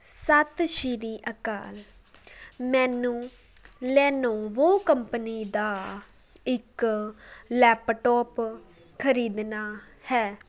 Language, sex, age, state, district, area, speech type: Punjabi, female, 18-30, Punjab, Fazilka, rural, spontaneous